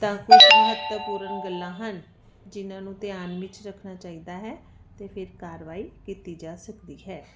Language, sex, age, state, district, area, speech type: Punjabi, female, 45-60, Punjab, Jalandhar, urban, spontaneous